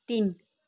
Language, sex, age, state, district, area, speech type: Nepali, female, 30-45, West Bengal, Kalimpong, rural, read